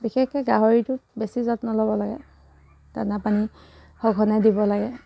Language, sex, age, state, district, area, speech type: Assamese, female, 30-45, Assam, Charaideo, rural, spontaneous